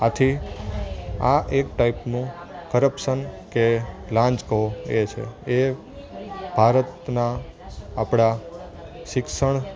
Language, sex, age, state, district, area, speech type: Gujarati, male, 18-30, Gujarat, Junagadh, urban, spontaneous